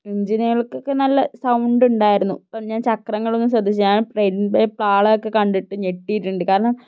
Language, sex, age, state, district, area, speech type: Malayalam, female, 30-45, Kerala, Wayanad, rural, spontaneous